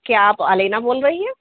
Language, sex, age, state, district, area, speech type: Urdu, female, 30-45, Uttar Pradesh, Muzaffarnagar, urban, conversation